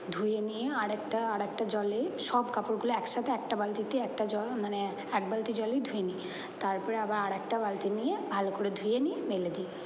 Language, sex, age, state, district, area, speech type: Bengali, female, 45-60, West Bengal, Purba Bardhaman, urban, spontaneous